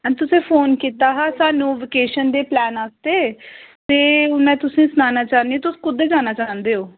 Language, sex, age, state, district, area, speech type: Dogri, female, 30-45, Jammu and Kashmir, Jammu, urban, conversation